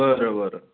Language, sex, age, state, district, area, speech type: Marathi, male, 18-30, Maharashtra, Sangli, rural, conversation